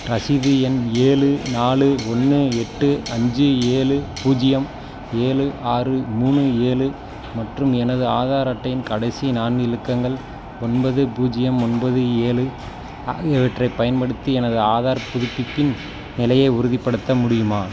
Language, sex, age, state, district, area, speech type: Tamil, male, 30-45, Tamil Nadu, Madurai, urban, read